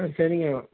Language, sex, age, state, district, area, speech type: Tamil, male, 18-30, Tamil Nadu, Nagapattinam, rural, conversation